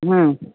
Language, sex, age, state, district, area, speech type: Hindi, female, 60+, Bihar, Muzaffarpur, rural, conversation